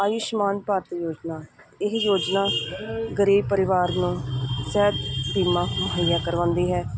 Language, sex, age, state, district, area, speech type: Punjabi, female, 30-45, Punjab, Hoshiarpur, urban, spontaneous